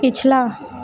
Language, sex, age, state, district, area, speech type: Hindi, female, 18-30, Madhya Pradesh, Harda, urban, read